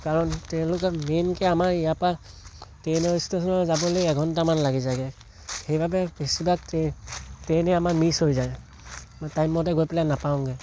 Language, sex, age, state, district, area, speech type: Assamese, male, 18-30, Assam, Tinsukia, rural, spontaneous